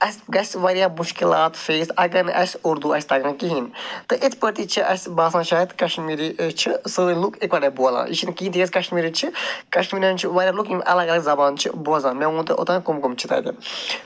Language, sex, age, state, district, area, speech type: Kashmiri, male, 45-60, Jammu and Kashmir, Budgam, urban, spontaneous